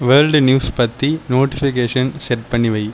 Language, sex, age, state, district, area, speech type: Tamil, male, 30-45, Tamil Nadu, Viluppuram, rural, read